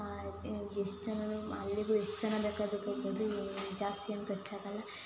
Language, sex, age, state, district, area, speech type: Kannada, female, 18-30, Karnataka, Hassan, rural, spontaneous